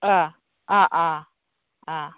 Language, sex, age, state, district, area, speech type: Bodo, female, 30-45, Assam, Baksa, rural, conversation